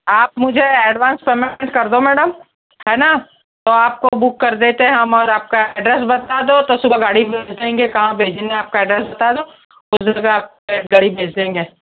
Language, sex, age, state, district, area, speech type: Hindi, female, 45-60, Rajasthan, Jodhpur, urban, conversation